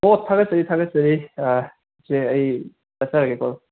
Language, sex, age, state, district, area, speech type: Manipuri, male, 18-30, Manipur, Imphal West, rural, conversation